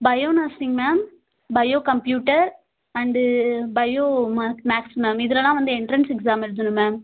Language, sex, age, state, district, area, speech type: Tamil, female, 18-30, Tamil Nadu, Ariyalur, rural, conversation